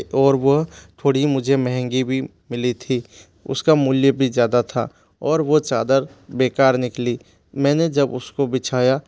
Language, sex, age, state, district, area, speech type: Hindi, male, 30-45, Madhya Pradesh, Bhopal, urban, spontaneous